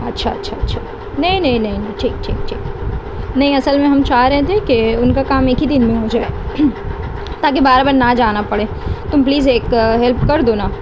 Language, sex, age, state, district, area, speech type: Urdu, female, 18-30, West Bengal, Kolkata, urban, spontaneous